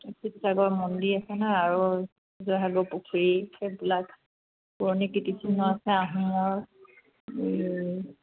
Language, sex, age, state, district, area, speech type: Assamese, female, 45-60, Assam, Dibrugarh, urban, conversation